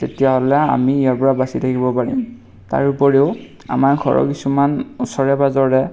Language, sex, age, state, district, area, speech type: Assamese, male, 18-30, Assam, Darrang, rural, spontaneous